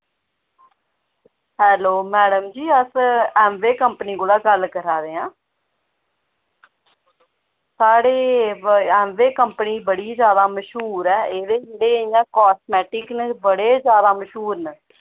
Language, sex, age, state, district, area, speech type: Dogri, female, 18-30, Jammu and Kashmir, Jammu, rural, conversation